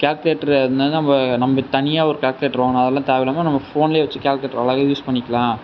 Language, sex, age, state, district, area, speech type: Tamil, male, 45-60, Tamil Nadu, Sivaganga, urban, spontaneous